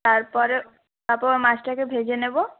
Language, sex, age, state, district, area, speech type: Bengali, female, 30-45, West Bengal, Purulia, urban, conversation